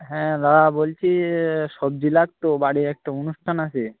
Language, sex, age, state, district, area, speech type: Bengali, male, 18-30, West Bengal, Birbhum, urban, conversation